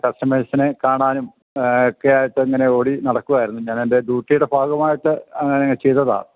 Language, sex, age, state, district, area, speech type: Malayalam, male, 60+, Kerala, Idukki, rural, conversation